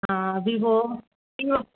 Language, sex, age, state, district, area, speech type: Tamil, female, 30-45, Tamil Nadu, Chengalpattu, urban, conversation